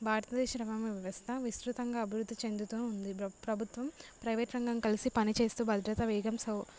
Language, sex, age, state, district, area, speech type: Telugu, female, 18-30, Telangana, Jangaon, urban, spontaneous